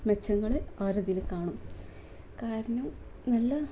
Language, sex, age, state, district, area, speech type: Malayalam, female, 18-30, Kerala, Kozhikode, rural, spontaneous